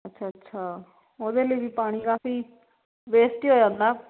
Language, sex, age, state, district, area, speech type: Punjabi, female, 30-45, Punjab, Patiala, rural, conversation